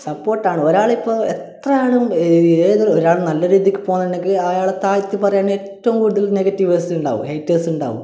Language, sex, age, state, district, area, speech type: Malayalam, male, 18-30, Kerala, Kasaragod, urban, spontaneous